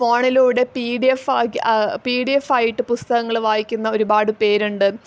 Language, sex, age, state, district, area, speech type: Malayalam, female, 18-30, Kerala, Malappuram, rural, spontaneous